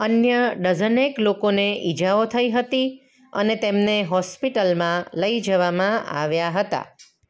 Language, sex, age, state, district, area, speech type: Gujarati, female, 45-60, Gujarat, Anand, urban, read